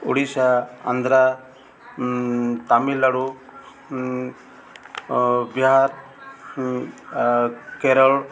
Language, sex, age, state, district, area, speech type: Odia, male, 45-60, Odisha, Ganjam, urban, spontaneous